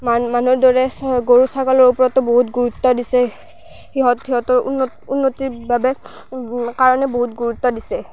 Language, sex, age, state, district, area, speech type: Assamese, female, 18-30, Assam, Barpeta, rural, spontaneous